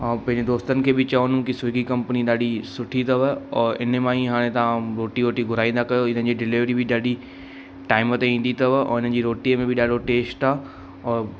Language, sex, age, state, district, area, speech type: Sindhi, male, 18-30, Madhya Pradesh, Katni, urban, spontaneous